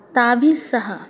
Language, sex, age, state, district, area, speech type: Sanskrit, female, 30-45, Telangana, Hyderabad, urban, spontaneous